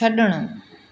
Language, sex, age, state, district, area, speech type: Sindhi, female, 60+, Maharashtra, Thane, urban, read